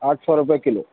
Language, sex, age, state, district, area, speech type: Urdu, male, 30-45, Telangana, Hyderabad, urban, conversation